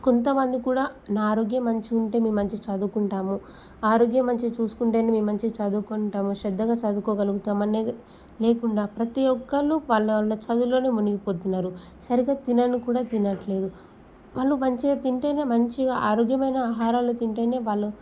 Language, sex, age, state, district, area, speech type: Telugu, female, 18-30, Telangana, Peddapalli, rural, spontaneous